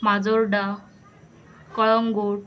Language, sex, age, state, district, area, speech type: Goan Konkani, female, 18-30, Goa, Murmgao, urban, spontaneous